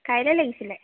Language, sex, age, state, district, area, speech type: Assamese, female, 18-30, Assam, Sivasagar, urban, conversation